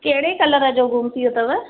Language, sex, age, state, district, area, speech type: Sindhi, female, 30-45, Madhya Pradesh, Katni, urban, conversation